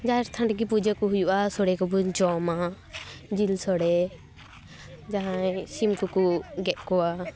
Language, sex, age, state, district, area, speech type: Santali, female, 18-30, West Bengal, Paschim Bardhaman, rural, spontaneous